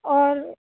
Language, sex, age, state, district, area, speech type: Urdu, female, 30-45, Uttar Pradesh, Aligarh, rural, conversation